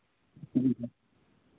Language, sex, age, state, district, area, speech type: Hindi, male, 45-60, Uttar Pradesh, Sitapur, rural, conversation